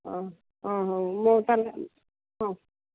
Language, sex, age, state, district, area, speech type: Odia, female, 45-60, Odisha, Rayagada, rural, conversation